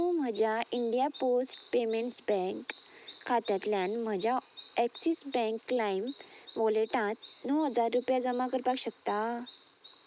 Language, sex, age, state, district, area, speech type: Goan Konkani, female, 18-30, Goa, Ponda, rural, read